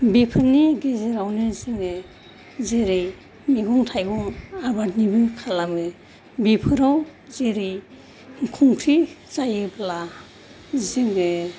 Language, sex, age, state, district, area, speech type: Bodo, female, 45-60, Assam, Kokrajhar, urban, spontaneous